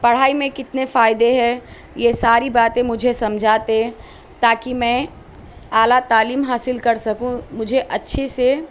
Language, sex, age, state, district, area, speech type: Urdu, female, 18-30, Telangana, Hyderabad, urban, spontaneous